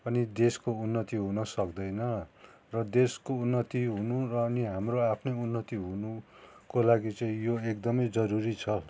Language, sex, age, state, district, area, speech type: Nepali, male, 60+, West Bengal, Kalimpong, rural, spontaneous